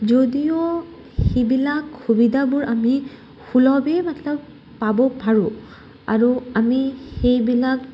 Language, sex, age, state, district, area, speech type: Assamese, female, 18-30, Assam, Kamrup Metropolitan, urban, spontaneous